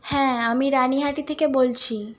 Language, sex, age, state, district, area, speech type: Bengali, female, 18-30, West Bengal, Howrah, urban, spontaneous